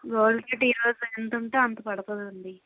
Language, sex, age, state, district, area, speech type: Telugu, female, 30-45, Andhra Pradesh, Vizianagaram, rural, conversation